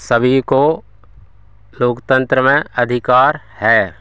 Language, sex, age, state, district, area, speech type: Hindi, male, 30-45, Madhya Pradesh, Hoshangabad, rural, spontaneous